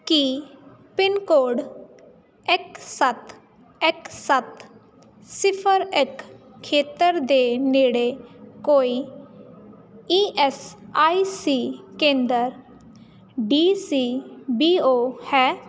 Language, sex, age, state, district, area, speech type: Punjabi, female, 30-45, Punjab, Jalandhar, rural, read